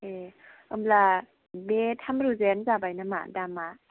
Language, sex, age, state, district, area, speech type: Bodo, female, 45-60, Assam, Chirang, rural, conversation